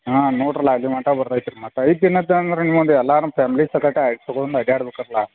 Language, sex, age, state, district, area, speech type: Kannada, male, 45-60, Karnataka, Belgaum, rural, conversation